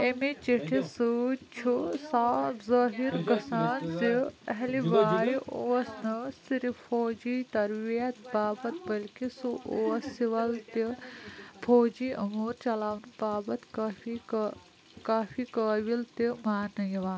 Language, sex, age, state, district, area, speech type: Kashmiri, female, 30-45, Jammu and Kashmir, Kulgam, rural, read